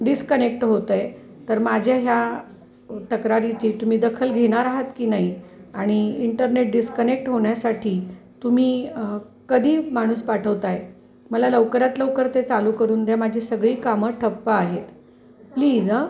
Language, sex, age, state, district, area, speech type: Marathi, female, 45-60, Maharashtra, Osmanabad, rural, spontaneous